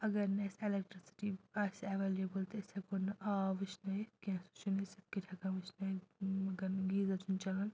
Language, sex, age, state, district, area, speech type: Kashmiri, female, 30-45, Jammu and Kashmir, Anantnag, rural, spontaneous